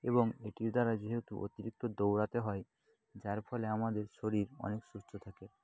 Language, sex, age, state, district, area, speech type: Bengali, male, 18-30, West Bengal, Purba Medinipur, rural, spontaneous